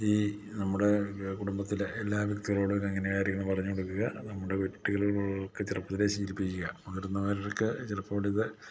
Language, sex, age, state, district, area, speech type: Malayalam, male, 45-60, Kerala, Idukki, rural, spontaneous